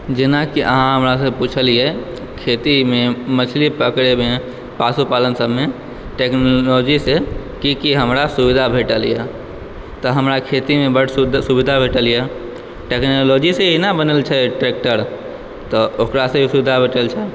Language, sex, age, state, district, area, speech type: Maithili, male, 18-30, Bihar, Purnia, urban, spontaneous